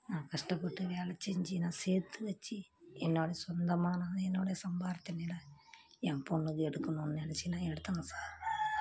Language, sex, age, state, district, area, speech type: Tamil, female, 60+, Tamil Nadu, Kallakurichi, urban, spontaneous